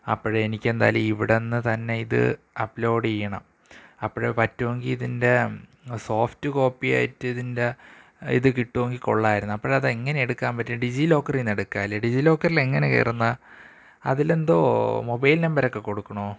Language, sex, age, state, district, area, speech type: Malayalam, male, 18-30, Kerala, Thiruvananthapuram, urban, spontaneous